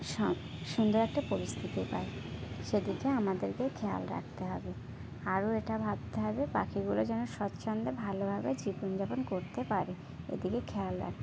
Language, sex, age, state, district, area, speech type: Bengali, female, 18-30, West Bengal, Birbhum, urban, spontaneous